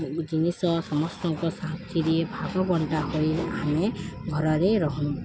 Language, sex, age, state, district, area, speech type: Odia, female, 18-30, Odisha, Balangir, urban, spontaneous